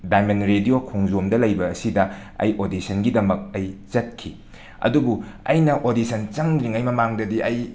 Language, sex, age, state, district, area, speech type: Manipuri, male, 45-60, Manipur, Imphal West, urban, spontaneous